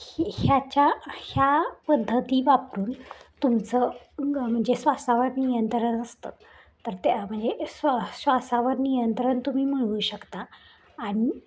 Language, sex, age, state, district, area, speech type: Marathi, female, 18-30, Maharashtra, Satara, urban, spontaneous